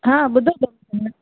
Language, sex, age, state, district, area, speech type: Sindhi, female, 30-45, Gujarat, Surat, urban, conversation